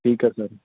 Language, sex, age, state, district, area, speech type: Punjabi, male, 30-45, Punjab, Fazilka, rural, conversation